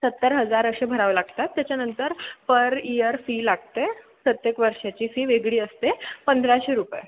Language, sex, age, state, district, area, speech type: Marathi, female, 18-30, Maharashtra, Mumbai Suburban, urban, conversation